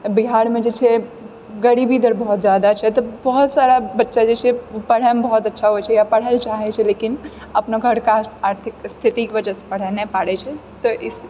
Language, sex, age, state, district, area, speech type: Maithili, female, 30-45, Bihar, Purnia, urban, spontaneous